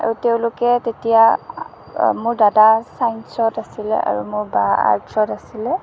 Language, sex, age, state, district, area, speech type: Assamese, female, 30-45, Assam, Morigaon, rural, spontaneous